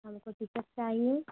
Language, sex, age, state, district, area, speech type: Hindi, female, 30-45, Uttar Pradesh, Ayodhya, rural, conversation